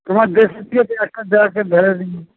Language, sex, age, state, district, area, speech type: Bengali, male, 60+, West Bengal, Darjeeling, rural, conversation